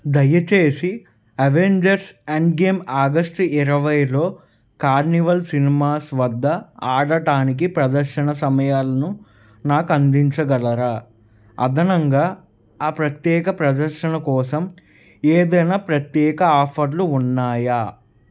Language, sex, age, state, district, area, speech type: Telugu, male, 30-45, Telangana, Peddapalli, rural, read